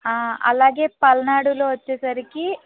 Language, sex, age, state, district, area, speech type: Telugu, female, 30-45, Andhra Pradesh, Palnadu, urban, conversation